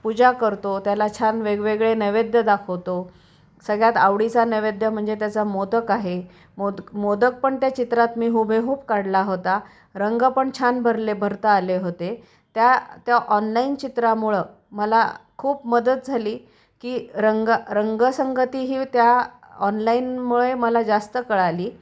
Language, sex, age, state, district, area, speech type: Marathi, female, 45-60, Maharashtra, Osmanabad, rural, spontaneous